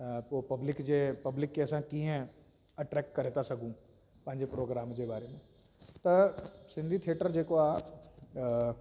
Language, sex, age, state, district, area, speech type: Sindhi, male, 30-45, Delhi, South Delhi, urban, spontaneous